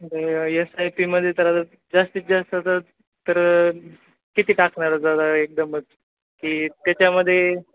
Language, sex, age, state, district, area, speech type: Marathi, male, 18-30, Maharashtra, Nanded, rural, conversation